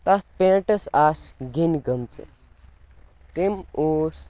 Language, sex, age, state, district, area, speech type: Kashmiri, male, 18-30, Jammu and Kashmir, Baramulla, rural, spontaneous